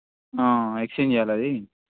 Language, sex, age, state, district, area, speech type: Telugu, male, 18-30, Telangana, Sangareddy, urban, conversation